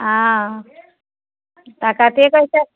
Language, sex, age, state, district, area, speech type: Maithili, female, 45-60, Bihar, Muzaffarpur, urban, conversation